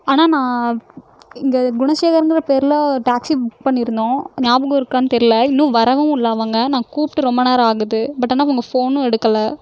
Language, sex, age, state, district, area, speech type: Tamil, female, 18-30, Tamil Nadu, Erode, rural, spontaneous